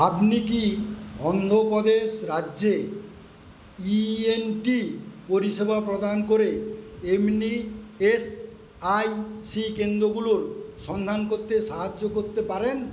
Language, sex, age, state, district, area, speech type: Bengali, male, 60+, West Bengal, Paschim Medinipur, rural, read